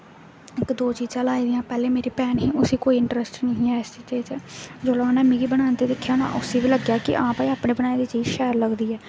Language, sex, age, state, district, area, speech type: Dogri, female, 18-30, Jammu and Kashmir, Jammu, rural, spontaneous